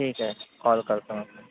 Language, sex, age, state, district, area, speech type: Marathi, male, 18-30, Maharashtra, Yavatmal, rural, conversation